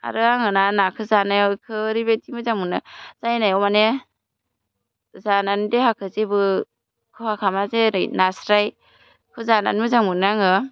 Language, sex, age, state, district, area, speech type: Bodo, female, 18-30, Assam, Baksa, rural, spontaneous